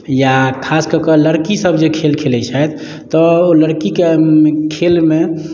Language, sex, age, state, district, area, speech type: Maithili, male, 30-45, Bihar, Madhubani, rural, spontaneous